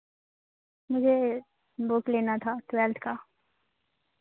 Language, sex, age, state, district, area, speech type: Hindi, female, 18-30, Bihar, Madhepura, rural, conversation